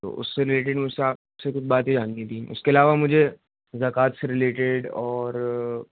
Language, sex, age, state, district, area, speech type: Urdu, male, 18-30, Uttar Pradesh, Rampur, urban, conversation